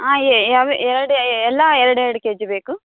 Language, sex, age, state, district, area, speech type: Kannada, female, 18-30, Karnataka, Bagalkot, rural, conversation